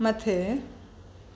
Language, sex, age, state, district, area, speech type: Sindhi, female, 18-30, Maharashtra, Mumbai Suburban, urban, read